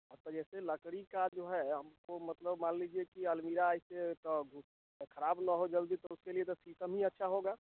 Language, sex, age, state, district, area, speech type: Hindi, male, 30-45, Bihar, Vaishali, rural, conversation